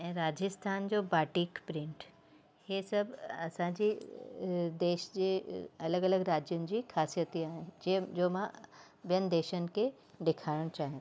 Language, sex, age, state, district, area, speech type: Sindhi, female, 30-45, Uttar Pradesh, Lucknow, urban, spontaneous